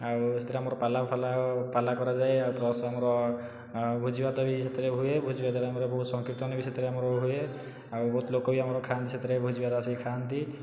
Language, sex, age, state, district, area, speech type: Odia, male, 18-30, Odisha, Khordha, rural, spontaneous